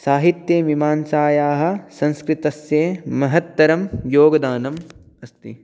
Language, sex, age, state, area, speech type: Sanskrit, male, 18-30, Rajasthan, rural, spontaneous